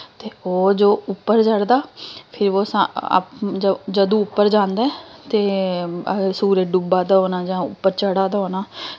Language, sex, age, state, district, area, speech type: Dogri, female, 30-45, Jammu and Kashmir, Samba, urban, spontaneous